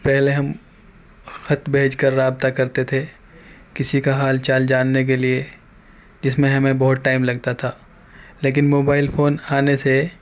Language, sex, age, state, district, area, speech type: Urdu, male, 18-30, Uttar Pradesh, Gautam Buddha Nagar, urban, spontaneous